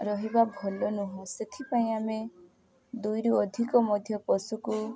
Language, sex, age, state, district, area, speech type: Odia, female, 18-30, Odisha, Nabarangpur, urban, spontaneous